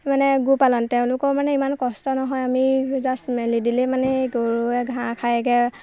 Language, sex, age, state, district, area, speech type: Assamese, female, 18-30, Assam, Golaghat, urban, spontaneous